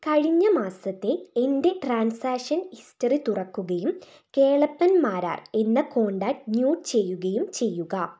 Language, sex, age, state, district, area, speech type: Malayalam, female, 18-30, Kerala, Wayanad, rural, read